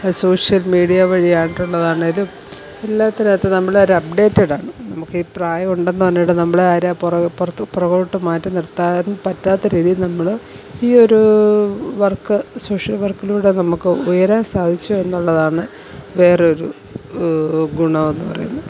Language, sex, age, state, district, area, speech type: Malayalam, female, 45-60, Kerala, Alappuzha, rural, spontaneous